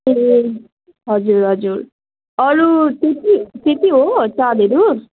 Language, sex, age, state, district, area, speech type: Nepali, female, 18-30, West Bengal, Darjeeling, rural, conversation